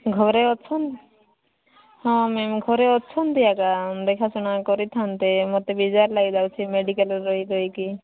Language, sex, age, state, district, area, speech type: Odia, female, 30-45, Odisha, Koraput, urban, conversation